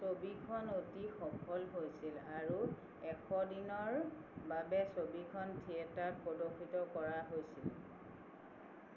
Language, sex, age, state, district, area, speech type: Assamese, female, 45-60, Assam, Tinsukia, urban, read